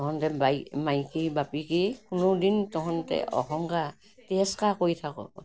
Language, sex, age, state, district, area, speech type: Assamese, female, 60+, Assam, Morigaon, rural, spontaneous